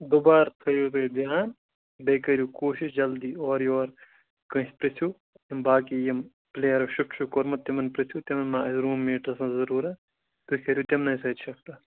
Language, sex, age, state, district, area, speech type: Kashmiri, male, 18-30, Jammu and Kashmir, Kupwara, rural, conversation